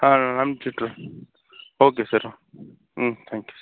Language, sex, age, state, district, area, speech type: Tamil, male, 45-60, Tamil Nadu, Sivaganga, urban, conversation